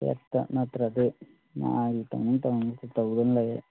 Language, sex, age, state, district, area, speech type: Manipuri, male, 30-45, Manipur, Thoubal, rural, conversation